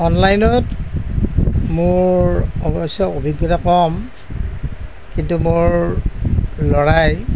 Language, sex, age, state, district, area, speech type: Assamese, male, 60+, Assam, Nalbari, rural, spontaneous